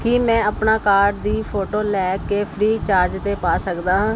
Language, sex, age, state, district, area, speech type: Punjabi, female, 30-45, Punjab, Pathankot, urban, read